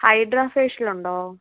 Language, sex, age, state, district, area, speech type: Malayalam, female, 18-30, Kerala, Alappuzha, rural, conversation